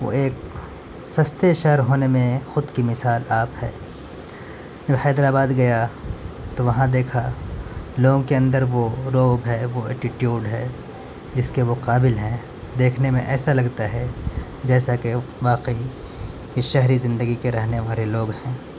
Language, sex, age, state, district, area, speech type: Urdu, male, 18-30, Delhi, North West Delhi, urban, spontaneous